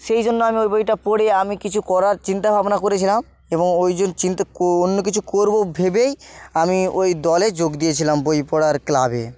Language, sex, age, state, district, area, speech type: Bengali, male, 18-30, West Bengal, Bankura, rural, spontaneous